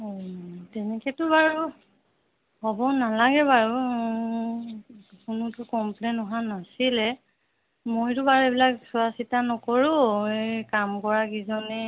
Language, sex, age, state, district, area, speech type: Assamese, female, 45-60, Assam, Golaghat, urban, conversation